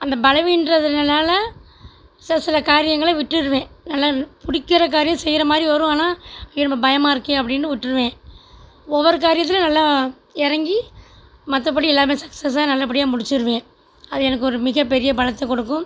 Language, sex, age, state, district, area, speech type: Tamil, female, 45-60, Tamil Nadu, Tiruchirappalli, rural, spontaneous